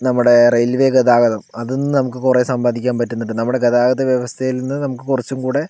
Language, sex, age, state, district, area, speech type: Malayalam, male, 45-60, Kerala, Palakkad, rural, spontaneous